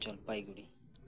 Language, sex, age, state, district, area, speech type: Santali, male, 18-30, West Bengal, Birbhum, rural, spontaneous